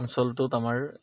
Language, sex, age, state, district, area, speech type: Assamese, male, 30-45, Assam, Dibrugarh, urban, spontaneous